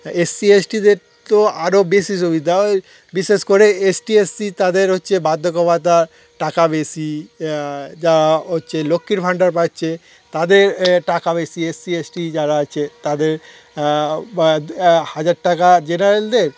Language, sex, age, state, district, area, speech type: Bengali, male, 30-45, West Bengal, Darjeeling, urban, spontaneous